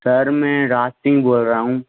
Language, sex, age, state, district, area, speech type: Hindi, male, 18-30, Rajasthan, Karauli, rural, conversation